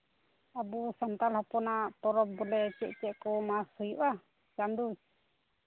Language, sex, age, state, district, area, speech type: Santali, female, 30-45, Jharkhand, Pakur, rural, conversation